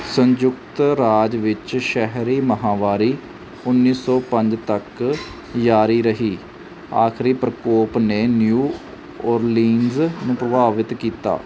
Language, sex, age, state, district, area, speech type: Punjabi, male, 30-45, Punjab, Mansa, urban, read